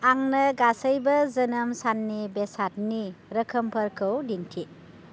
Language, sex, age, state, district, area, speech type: Bodo, female, 45-60, Assam, Baksa, rural, read